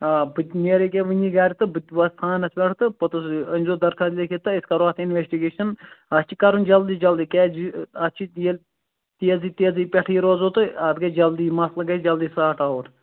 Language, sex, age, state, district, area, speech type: Kashmiri, male, 18-30, Jammu and Kashmir, Ganderbal, rural, conversation